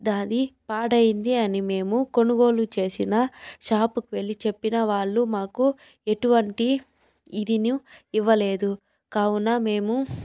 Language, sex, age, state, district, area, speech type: Telugu, female, 30-45, Andhra Pradesh, Chittoor, rural, spontaneous